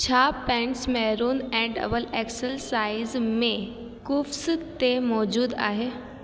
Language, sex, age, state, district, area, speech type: Sindhi, female, 18-30, Rajasthan, Ajmer, urban, read